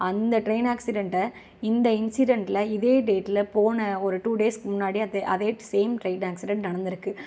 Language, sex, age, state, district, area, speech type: Tamil, female, 18-30, Tamil Nadu, Kanchipuram, urban, spontaneous